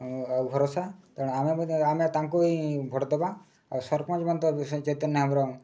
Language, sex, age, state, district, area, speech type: Odia, male, 30-45, Odisha, Mayurbhanj, rural, spontaneous